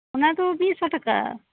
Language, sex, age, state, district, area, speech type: Santali, female, 30-45, West Bengal, Birbhum, rural, conversation